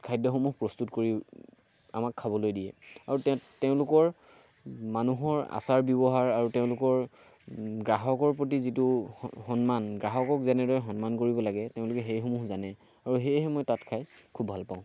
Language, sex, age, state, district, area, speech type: Assamese, male, 18-30, Assam, Lakhimpur, rural, spontaneous